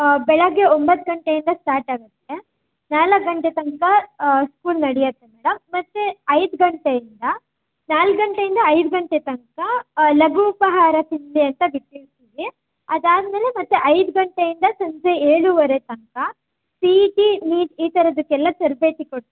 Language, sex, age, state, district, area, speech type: Kannada, female, 18-30, Karnataka, Shimoga, rural, conversation